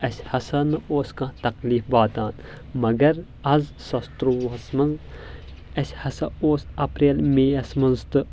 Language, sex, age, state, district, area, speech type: Kashmiri, male, 18-30, Jammu and Kashmir, Shopian, rural, spontaneous